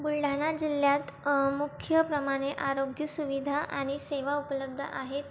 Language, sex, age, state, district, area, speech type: Marathi, female, 18-30, Maharashtra, Buldhana, rural, spontaneous